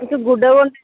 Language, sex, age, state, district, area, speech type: Telugu, female, 30-45, Telangana, Mancherial, rural, conversation